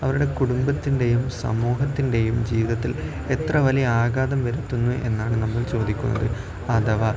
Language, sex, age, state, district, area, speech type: Malayalam, male, 18-30, Kerala, Kozhikode, rural, spontaneous